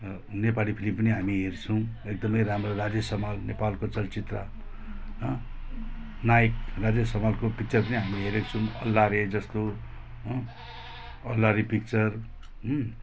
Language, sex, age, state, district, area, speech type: Nepali, male, 45-60, West Bengal, Jalpaiguri, rural, spontaneous